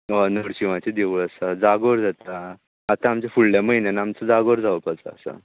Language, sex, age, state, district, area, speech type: Goan Konkani, male, 18-30, Goa, Ponda, rural, conversation